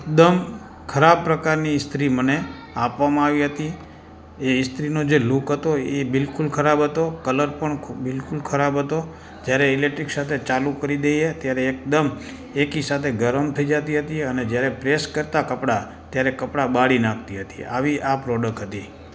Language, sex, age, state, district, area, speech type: Gujarati, male, 45-60, Gujarat, Morbi, urban, spontaneous